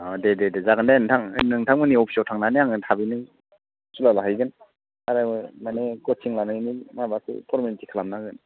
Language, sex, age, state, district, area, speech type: Bodo, male, 30-45, Assam, Baksa, rural, conversation